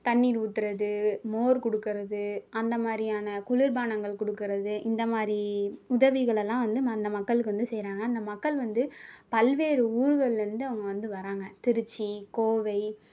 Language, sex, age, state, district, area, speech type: Tamil, female, 18-30, Tamil Nadu, Mayiladuthurai, rural, spontaneous